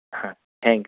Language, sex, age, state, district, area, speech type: Gujarati, male, 18-30, Gujarat, Ahmedabad, urban, conversation